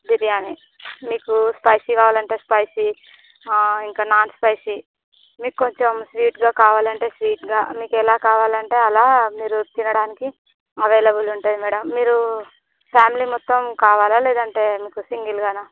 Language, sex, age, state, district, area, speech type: Telugu, female, 18-30, Andhra Pradesh, Visakhapatnam, urban, conversation